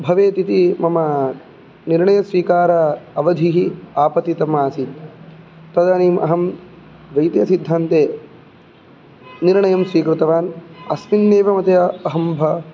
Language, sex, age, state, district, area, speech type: Sanskrit, male, 18-30, Karnataka, Udupi, urban, spontaneous